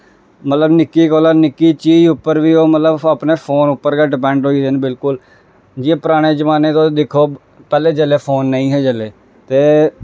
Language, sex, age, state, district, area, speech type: Dogri, male, 18-30, Jammu and Kashmir, Reasi, rural, spontaneous